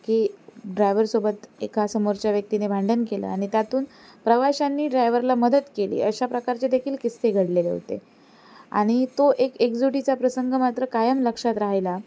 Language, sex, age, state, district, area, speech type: Marathi, female, 18-30, Maharashtra, Sindhudurg, rural, spontaneous